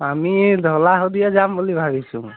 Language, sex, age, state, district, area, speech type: Assamese, male, 30-45, Assam, Tinsukia, urban, conversation